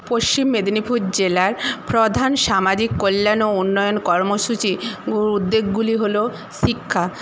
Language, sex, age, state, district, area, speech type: Bengali, female, 60+, West Bengal, Paschim Medinipur, rural, spontaneous